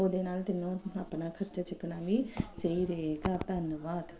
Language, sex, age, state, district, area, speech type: Punjabi, female, 45-60, Punjab, Kapurthala, urban, spontaneous